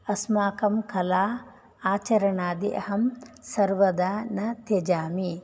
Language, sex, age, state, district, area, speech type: Sanskrit, female, 60+, Karnataka, Udupi, rural, spontaneous